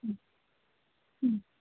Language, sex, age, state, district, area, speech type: Kannada, female, 30-45, Karnataka, Gadag, rural, conversation